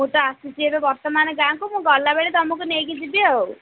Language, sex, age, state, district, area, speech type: Odia, female, 18-30, Odisha, Ganjam, urban, conversation